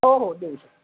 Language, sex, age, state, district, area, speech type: Marathi, male, 18-30, Maharashtra, Yavatmal, rural, conversation